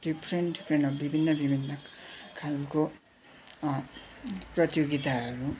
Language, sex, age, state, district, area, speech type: Nepali, male, 18-30, West Bengal, Darjeeling, rural, spontaneous